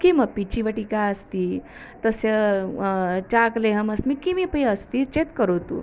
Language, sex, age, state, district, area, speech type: Sanskrit, female, 30-45, Maharashtra, Nagpur, urban, spontaneous